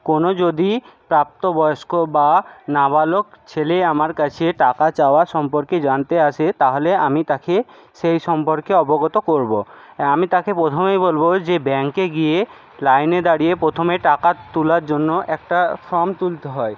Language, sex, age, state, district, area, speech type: Bengali, male, 60+, West Bengal, Jhargram, rural, spontaneous